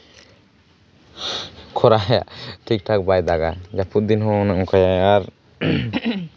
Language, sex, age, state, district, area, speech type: Santali, male, 18-30, West Bengal, Jhargram, rural, spontaneous